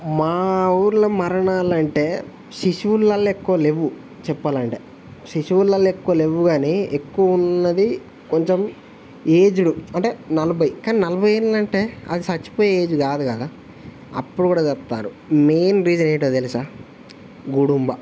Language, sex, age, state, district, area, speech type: Telugu, male, 18-30, Telangana, Jayashankar, rural, spontaneous